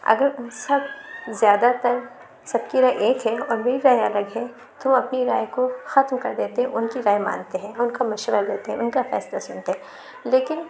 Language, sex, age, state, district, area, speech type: Urdu, female, 18-30, Uttar Pradesh, Lucknow, rural, spontaneous